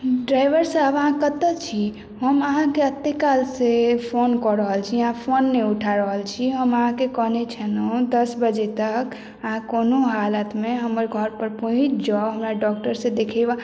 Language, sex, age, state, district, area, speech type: Maithili, female, 18-30, Bihar, Madhubani, urban, spontaneous